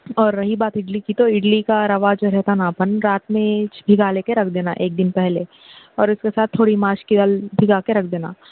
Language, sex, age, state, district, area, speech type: Urdu, female, 18-30, Telangana, Hyderabad, urban, conversation